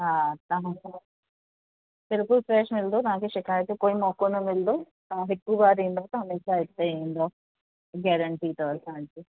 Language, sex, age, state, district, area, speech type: Sindhi, female, 30-45, Uttar Pradesh, Lucknow, rural, conversation